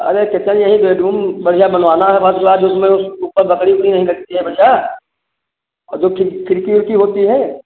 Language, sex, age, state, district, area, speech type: Hindi, male, 30-45, Uttar Pradesh, Hardoi, rural, conversation